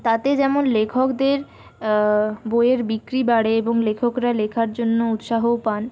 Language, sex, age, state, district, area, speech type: Bengali, female, 60+, West Bengal, Purulia, urban, spontaneous